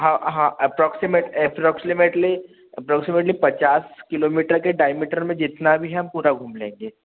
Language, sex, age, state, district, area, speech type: Hindi, male, 18-30, Madhya Pradesh, Betul, urban, conversation